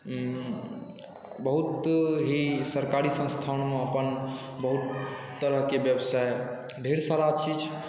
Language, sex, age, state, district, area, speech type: Maithili, male, 18-30, Bihar, Saharsa, rural, spontaneous